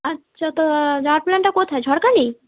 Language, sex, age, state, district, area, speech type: Bengali, female, 18-30, West Bengal, South 24 Parganas, rural, conversation